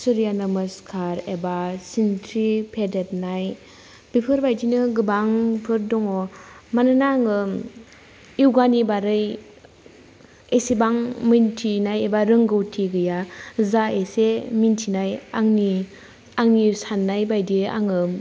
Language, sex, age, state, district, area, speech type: Bodo, female, 18-30, Assam, Kokrajhar, rural, spontaneous